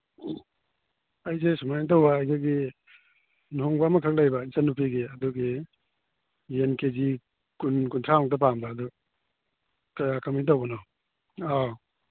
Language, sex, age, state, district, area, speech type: Manipuri, male, 18-30, Manipur, Churachandpur, rural, conversation